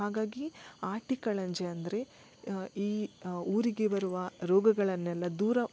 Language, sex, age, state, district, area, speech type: Kannada, female, 30-45, Karnataka, Udupi, rural, spontaneous